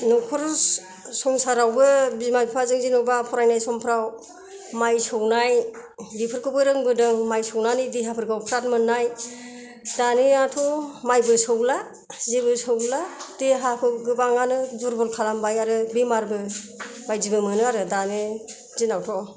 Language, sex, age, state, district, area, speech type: Bodo, female, 60+, Assam, Kokrajhar, rural, spontaneous